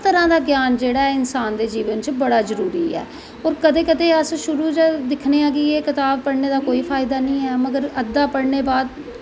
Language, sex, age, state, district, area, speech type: Dogri, female, 45-60, Jammu and Kashmir, Jammu, urban, spontaneous